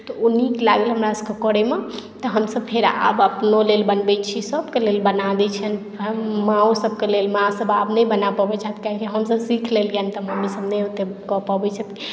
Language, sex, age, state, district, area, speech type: Maithili, female, 18-30, Bihar, Madhubani, rural, spontaneous